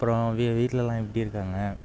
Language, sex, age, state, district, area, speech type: Tamil, male, 18-30, Tamil Nadu, Thanjavur, rural, spontaneous